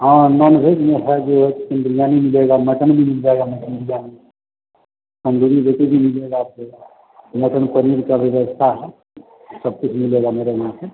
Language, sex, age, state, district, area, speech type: Hindi, male, 45-60, Bihar, Begusarai, rural, conversation